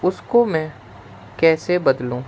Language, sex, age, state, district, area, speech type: Urdu, male, 30-45, Delhi, Central Delhi, urban, spontaneous